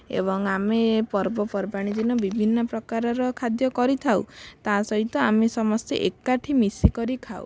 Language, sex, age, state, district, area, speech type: Odia, female, 18-30, Odisha, Bhadrak, rural, spontaneous